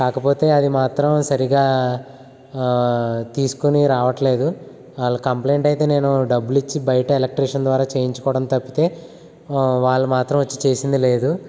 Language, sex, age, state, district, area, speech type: Telugu, male, 18-30, Andhra Pradesh, Eluru, rural, spontaneous